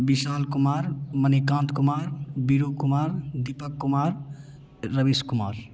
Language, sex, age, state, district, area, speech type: Hindi, male, 18-30, Bihar, Begusarai, urban, spontaneous